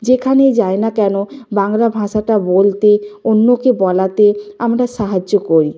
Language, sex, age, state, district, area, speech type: Bengali, female, 45-60, West Bengal, Nadia, rural, spontaneous